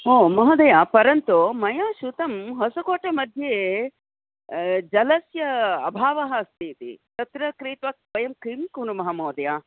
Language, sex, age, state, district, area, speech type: Sanskrit, female, 60+, Karnataka, Bangalore Urban, urban, conversation